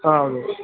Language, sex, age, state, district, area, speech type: Kannada, male, 30-45, Karnataka, Kolar, rural, conversation